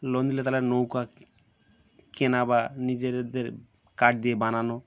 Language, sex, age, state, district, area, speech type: Bengali, male, 45-60, West Bengal, Birbhum, urban, spontaneous